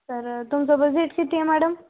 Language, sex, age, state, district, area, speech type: Marathi, female, 18-30, Maharashtra, Hingoli, urban, conversation